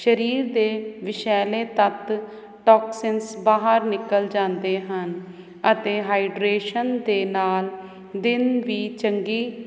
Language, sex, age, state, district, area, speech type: Punjabi, female, 30-45, Punjab, Hoshiarpur, urban, spontaneous